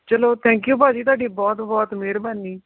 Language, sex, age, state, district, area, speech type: Punjabi, male, 18-30, Punjab, Tarn Taran, rural, conversation